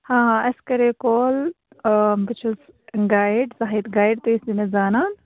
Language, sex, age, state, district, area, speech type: Kashmiri, female, 18-30, Jammu and Kashmir, Bandipora, rural, conversation